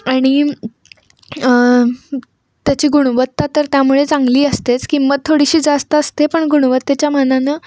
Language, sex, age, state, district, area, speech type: Marathi, female, 18-30, Maharashtra, Kolhapur, urban, spontaneous